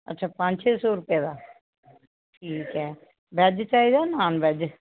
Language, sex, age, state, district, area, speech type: Dogri, female, 60+, Jammu and Kashmir, Reasi, urban, conversation